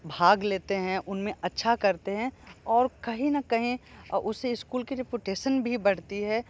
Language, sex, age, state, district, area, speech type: Hindi, male, 30-45, Uttar Pradesh, Sonbhadra, rural, spontaneous